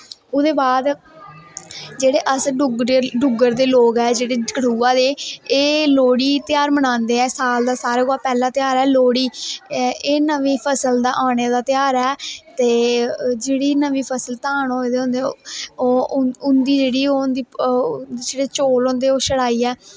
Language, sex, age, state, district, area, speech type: Dogri, female, 18-30, Jammu and Kashmir, Kathua, rural, spontaneous